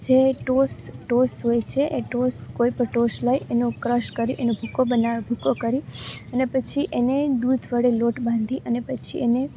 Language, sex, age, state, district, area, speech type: Gujarati, female, 18-30, Gujarat, Junagadh, rural, spontaneous